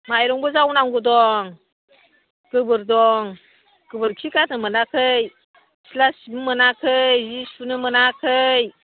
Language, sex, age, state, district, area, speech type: Bodo, female, 45-60, Assam, Udalguri, rural, conversation